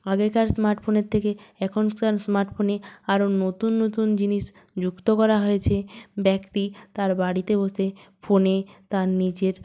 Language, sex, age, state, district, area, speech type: Bengali, female, 18-30, West Bengal, Purba Medinipur, rural, spontaneous